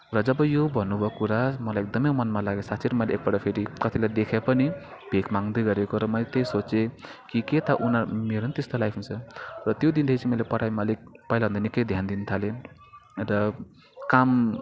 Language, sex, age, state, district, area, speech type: Nepali, male, 30-45, West Bengal, Kalimpong, rural, spontaneous